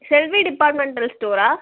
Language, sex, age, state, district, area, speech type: Tamil, female, 18-30, Tamil Nadu, Viluppuram, rural, conversation